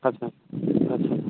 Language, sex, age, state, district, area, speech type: Hindi, male, 30-45, Bihar, Muzaffarpur, urban, conversation